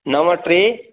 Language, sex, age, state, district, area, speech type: Sindhi, male, 30-45, Madhya Pradesh, Katni, urban, conversation